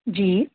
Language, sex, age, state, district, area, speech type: Sindhi, female, 30-45, Gujarat, Kutch, rural, conversation